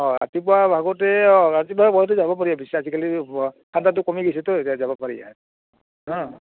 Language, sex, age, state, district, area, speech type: Assamese, male, 45-60, Assam, Barpeta, rural, conversation